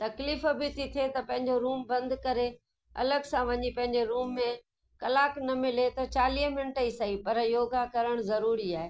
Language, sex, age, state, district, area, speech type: Sindhi, female, 60+, Gujarat, Kutch, urban, spontaneous